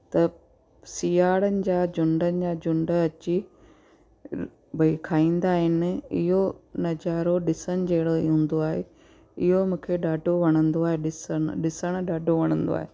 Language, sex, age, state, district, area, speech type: Sindhi, female, 45-60, Gujarat, Kutch, urban, spontaneous